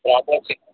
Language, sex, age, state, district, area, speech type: Telugu, male, 18-30, Andhra Pradesh, N T Rama Rao, rural, conversation